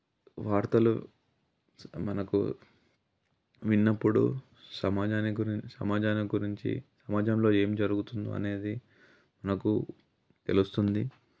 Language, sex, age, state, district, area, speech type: Telugu, male, 30-45, Telangana, Yadadri Bhuvanagiri, rural, spontaneous